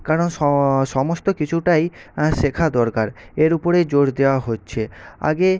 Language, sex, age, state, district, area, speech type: Bengali, male, 18-30, West Bengal, Nadia, urban, spontaneous